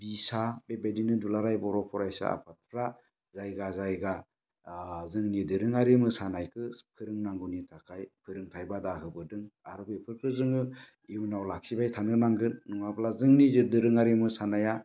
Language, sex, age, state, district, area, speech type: Bodo, male, 45-60, Assam, Baksa, rural, spontaneous